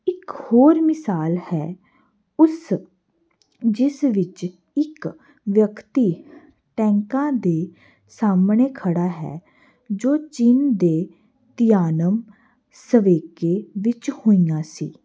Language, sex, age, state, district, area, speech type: Punjabi, female, 18-30, Punjab, Hoshiarpur, urban, spontaneous